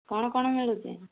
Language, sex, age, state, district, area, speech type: Odia, female, 45-60, Odisha, Angul, rural, conversation